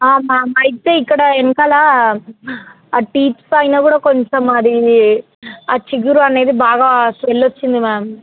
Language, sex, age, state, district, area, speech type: Telugu, female, 18-30, Telangana, Vikarabad, rural, conversation